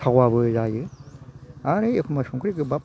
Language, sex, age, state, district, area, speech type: Bodo, male, 60+, Assam, Chirang, rural, spontaneous